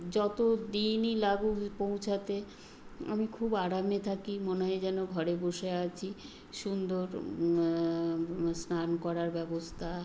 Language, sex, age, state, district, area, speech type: Bengali, female, 60+, West Bengal, Nadia, rural, spontaneous